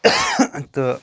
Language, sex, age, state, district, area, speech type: Kashmiri, male, 18-30, Jammu and Kashmir, Anantnag, rural, spontaneous